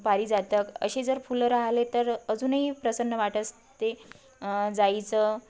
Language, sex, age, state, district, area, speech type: Marathi, female, 30-45, Maharashtra, Wardha, rural, spontaneous